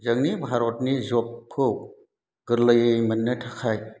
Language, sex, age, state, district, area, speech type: Bodo, male, 45-60, Assam, Chirang, urban, spontaneous